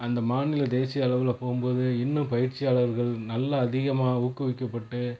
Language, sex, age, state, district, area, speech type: Tamil, male, 30-45, Tamil Nadu, Tiruchirappalli, rural, spontaneous